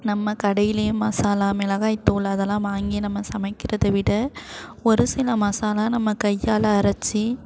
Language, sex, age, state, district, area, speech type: Tamil, female, 30-45, Tamil Nadu, Thanjavur, urban, spontaneous